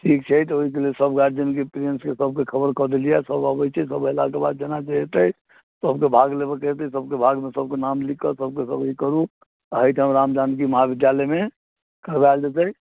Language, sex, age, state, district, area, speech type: Maithili, male, 45-60, Bihar, Muzaffarpur, rural, conversation